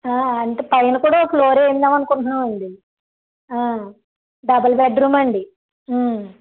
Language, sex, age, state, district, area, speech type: Telugu, female, 30-45, Andhra Pradesh, Vizianagaram, rural, conversation